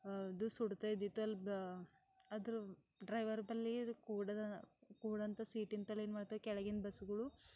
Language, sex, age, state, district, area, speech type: Kannada, female, 18-30, Karnataka, Bidar, rural, spontaneous